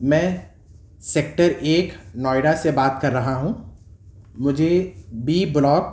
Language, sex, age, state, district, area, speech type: Urdu, male, 30-45, Uttar Pradesh, Gautam Buddha Nagar, rural, spontaneous